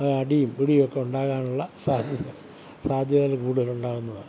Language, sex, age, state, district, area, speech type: Malayalam, male, 60+, Kerala, Pathanamthitta, rural, spontaneous